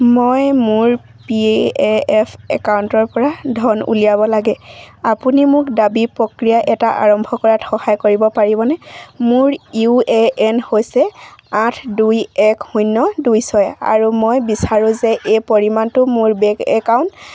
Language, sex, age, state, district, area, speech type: Assamese, female, 18-30, Assam, Sivasagar, rural, read